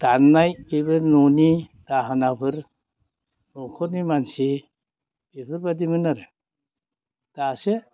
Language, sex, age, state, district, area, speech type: Bodo, male, 60+, Assam, Udalguri, rural, spontaneous